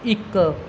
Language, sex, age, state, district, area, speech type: Punjabi, female, 30-45, Punjab, Mansa, rural, read